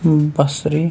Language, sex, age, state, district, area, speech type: Kashmiri, male, 30-45, Jammu and Kashmir, Shopian, rural, read